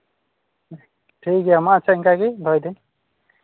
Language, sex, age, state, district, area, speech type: Santali, male, 18-30, West Bengal, Malda, rural, conversation